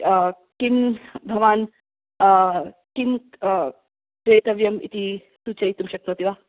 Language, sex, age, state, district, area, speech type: Sanskrit, female, 30-45, Andhra Pradesh, Guntur, urban, conversation